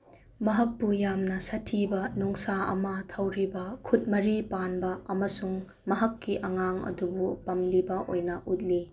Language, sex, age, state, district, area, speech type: Manipuri, female, 30-45, Manipur, Chandel, rural, read